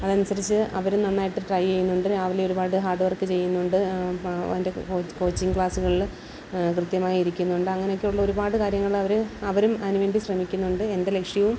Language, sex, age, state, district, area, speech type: Malayalam, female, 30-45, Kerala, Kollam, urban, spontaneous